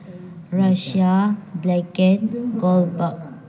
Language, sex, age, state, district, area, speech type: Manipuri, female, 18-30, Manipur, Chandel, rural, spontaneous